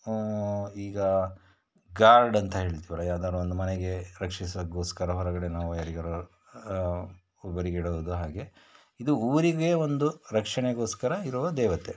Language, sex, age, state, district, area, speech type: Kannada, male, 60+, Karnataka, Shimoga, rural, spontaneous